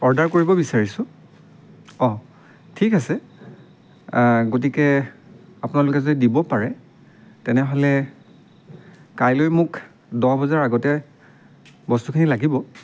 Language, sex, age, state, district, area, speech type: Assamese, male, 30-45, Assam, Dibrugarh, rural, spontaneous